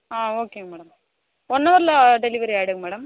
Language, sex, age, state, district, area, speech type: Tamil, female, 30-45, Tamil Nadu, Viluppuram, urban, conversation